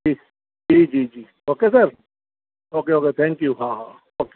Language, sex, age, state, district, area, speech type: Sindhi, male, 60+, Maharashtra, Thane, rural, conversation